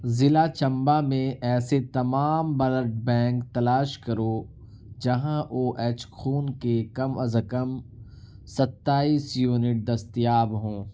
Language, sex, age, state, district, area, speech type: Urdu, male, 18-30, Uttar Pradesh, Ghaziabad, urban, read